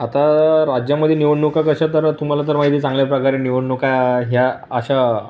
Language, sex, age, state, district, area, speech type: Marathi, male, 30-45, Maharashtra, Buldhana, urban, spontaneous